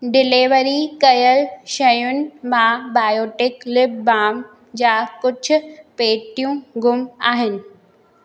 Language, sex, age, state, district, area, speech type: Sindhi, female, 18-30, Madhya Pradesh, Katni, rural, read